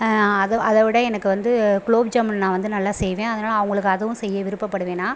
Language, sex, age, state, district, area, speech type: Tamil, female, 30-45, Tamil Nadu, Pudukkottai, rural, spontaneous